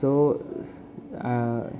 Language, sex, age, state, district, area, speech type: Goan Konkani, male, 18-30, Goa, Tiswadi, rural, spontaneous